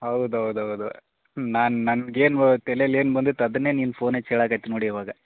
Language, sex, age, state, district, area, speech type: Kannada, male, 18-30, Karnataka, Koppal, rural, conversation